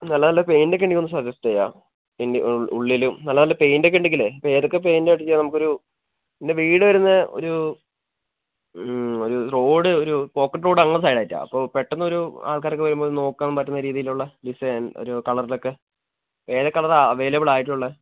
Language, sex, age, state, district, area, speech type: Malayalam, male, 18-30, Kerala, Wayanad, rural, conversation